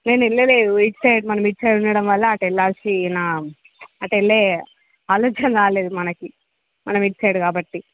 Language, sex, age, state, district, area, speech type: Telugu, female, 30-45, Andhra Pradesh, Srikakulam, urban, conversation